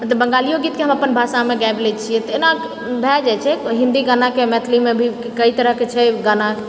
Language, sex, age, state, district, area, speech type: Maithili, female, 45-60, Bihar, Purnia, rural, spontaneous